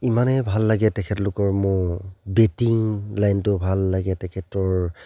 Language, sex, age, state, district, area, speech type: Assamese, male, 30-45, Assam, Charaideo, rural, spontaneous